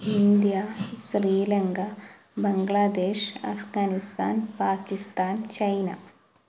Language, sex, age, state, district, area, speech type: Malayalam, female, 18-30, Kerala, Malappuram, rural, spontaneous